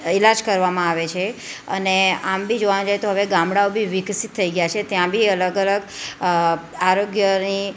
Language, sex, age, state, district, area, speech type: Gujarati, female, 30-45, Gujarat, Surat, urban, spontaneous